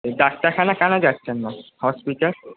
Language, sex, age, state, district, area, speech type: Bengali, male, 18-30, West Bengal, Purba Bardhaman, urban, conversation